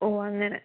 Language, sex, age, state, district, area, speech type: Malayalam, female, 30-45, Kerala, Palakkad, urban, conversation